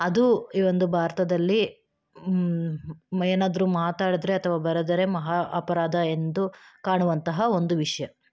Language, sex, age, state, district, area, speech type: Kannada, female, 18-30, Karnataka, Chikkaballapur, rural, spontaneous